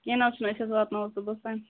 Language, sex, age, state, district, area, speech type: Kashmiri, female, 18-30, Jammu and Kashmir, Budgam, rural, conversation